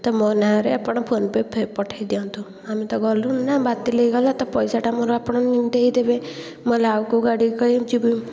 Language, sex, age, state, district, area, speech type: Odia, female, 30-45, Odisha, Puri, urban, spontaneous